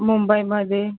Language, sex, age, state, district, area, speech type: Marathi, female, 18-30, Maharashtra, Solapur, urban, conversation